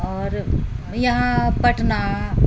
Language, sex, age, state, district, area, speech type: Maithili, female, 45-60, Bihar, Purnia, urban, spontaneous